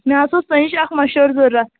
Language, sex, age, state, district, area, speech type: Kashmiri, female, 18-30, Jammu and Kashmir, Kulgam, rural, conversation